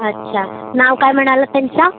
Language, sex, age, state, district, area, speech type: Marathi, female, 30-45, Maharashtra, Nagpur, rural, conversation